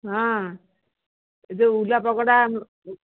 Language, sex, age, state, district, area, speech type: Odia, female, 60+, Odisha, Jharsuguda, rural, conversation